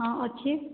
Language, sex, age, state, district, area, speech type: Odia, female, 45-60, Odisha, Sambalpur, rural, conversation